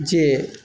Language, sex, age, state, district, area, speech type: Maithili, male, 30-45, Bihar, Madhubani, rural, spontaneous